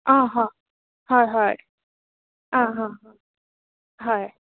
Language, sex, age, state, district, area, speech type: Assamese, female, 18-30, Assam, Goalpara, urban, conversation